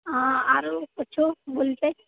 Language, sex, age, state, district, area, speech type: Maithili, female, 18-30, Bihar, Purnia, rural, conversation